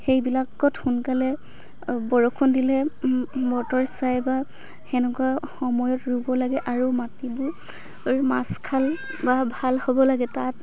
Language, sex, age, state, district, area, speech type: Assamese, female, 45-60, Assam, Dhemaji, rural, spontaneous